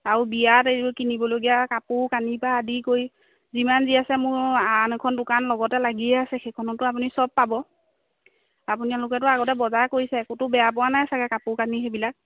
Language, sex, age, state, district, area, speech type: Assamese, female, 18-30, Assam, Majuli, urban, conversation